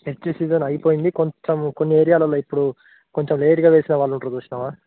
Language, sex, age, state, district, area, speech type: Telugu, male, 18-30, Telangana, Nirmal, rural, conversation